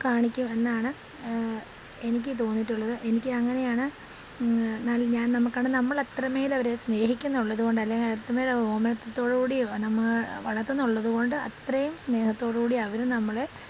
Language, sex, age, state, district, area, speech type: Malayalam, female, 30-45, Kerala, Pathanamthitta, rural, spontaneous